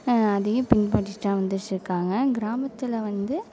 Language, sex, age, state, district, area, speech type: Tamil, female, 18-30, Tamil Nadu, Mayiladuthurai, urban, spontaneous